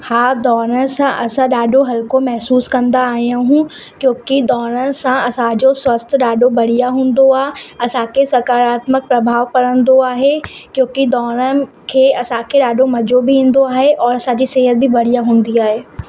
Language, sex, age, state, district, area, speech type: Sindhi, female, 18-30, Madhya Pradesh, Katni, urban, spontaneous